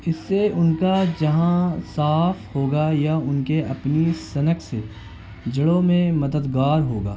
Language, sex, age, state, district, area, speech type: Urdu, male, 18-30, Bihar, Gaya, urban, spontaneous